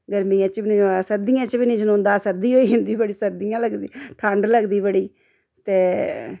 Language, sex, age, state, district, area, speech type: Dogri, female, 45-60, Jammu and Kashmir, Reasi, rural, spontaneous